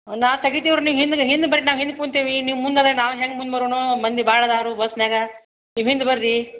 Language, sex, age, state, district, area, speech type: Kannada, female, 60+, Karnataka, Belgaum, rural, conversation